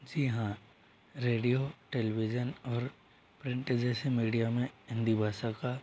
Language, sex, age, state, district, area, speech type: Hindi, male, 18-30, Rajasthan, Jodhpur, rural, spontaneous